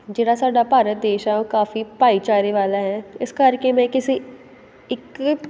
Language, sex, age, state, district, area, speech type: Punjabi, female, 18-30, Punjab, Pathankot, rural, spontaneous